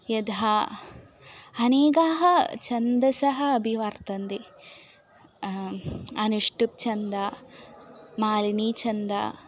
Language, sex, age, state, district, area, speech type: Sanskrit, female, 18-30, Kerala, Malappuram, urban, spontaneous